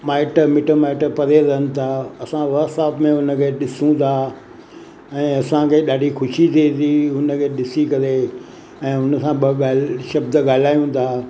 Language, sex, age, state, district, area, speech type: Sindhi, male, 60+, Maharashtra, Mumbai Suburban, urban, spontaneous